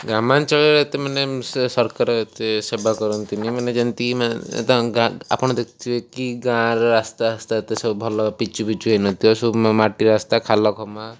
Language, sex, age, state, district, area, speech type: Odia, male, 45-60, Odisha, Rayagada, rural, spontaneous